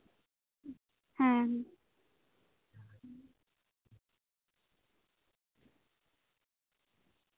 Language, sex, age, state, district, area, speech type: Santali, female, 18-30, West Bengal, Bankura, rural, conversation